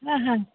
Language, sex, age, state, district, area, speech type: Bengali, female, 18-30, West Bengal, Cooch Behar, urban, conversation